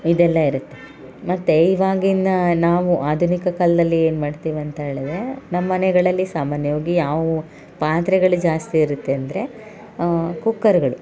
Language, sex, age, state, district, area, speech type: Kannada, female, 45-60, Karnataka, Hassan, urban, spontaneous